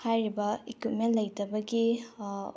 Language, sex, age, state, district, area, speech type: Manipuri, female, 30-45, Manipur, Tengnoupal, rural, spontaneous